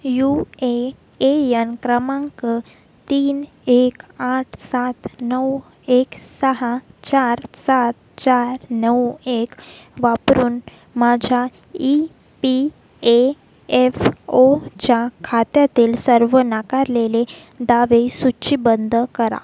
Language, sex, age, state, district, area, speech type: Marathi, female, 18-30, Maharashtra, Wardha, rural, read